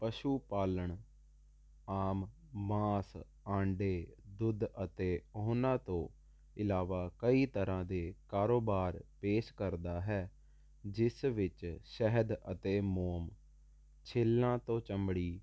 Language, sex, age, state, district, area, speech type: Punjabi, male, 18-30, Punjab, Jalandhar, urban, spontaneous